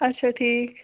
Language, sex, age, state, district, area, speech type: Kashmiri, female, 30-45, Jammu and Kashmir, Budgam, rural, conversation